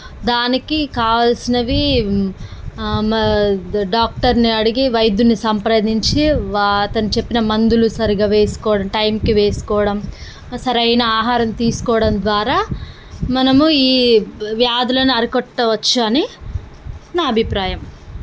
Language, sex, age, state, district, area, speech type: Telugu, female, 30-45, Telangana, Nalgonda, rural, spontaneous